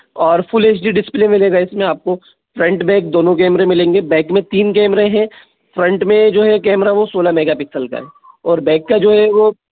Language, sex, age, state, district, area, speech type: Hindi, male, 18-30, Madhya Pradesh, Bhopal, urban, conversation